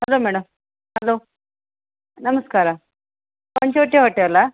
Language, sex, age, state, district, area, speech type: Kannada, female, 30-45, Karnataka, Uttara Kannada, rural, conversation